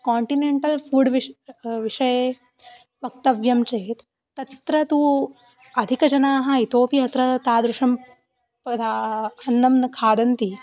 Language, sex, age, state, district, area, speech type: Sanskrit, female, 18-30, Maharashtra, Sindhudurg, rural, spontaneous